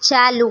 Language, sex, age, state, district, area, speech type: Gujarati, female, 18-30, Gujarat, Ahmedabad, urban, read